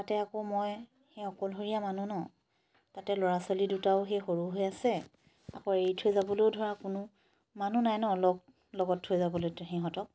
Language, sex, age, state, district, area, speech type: Assamese, female, 30-45, Assam, Charaideo, urban, spontaneous